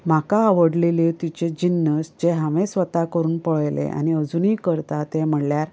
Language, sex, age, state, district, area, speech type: Goan Konkani, female, 45-60, Goa, Canacona, rural, spontaneous